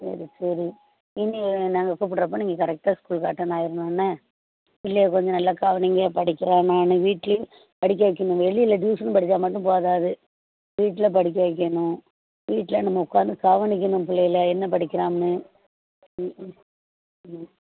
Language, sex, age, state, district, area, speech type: Tamil, female, 45-60, Tamil Nadu, Thoothukudi, rural, conversation